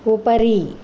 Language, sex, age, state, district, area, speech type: Sanskrit, female, 45-60, Andhra Pradesh, Guntur, urban, read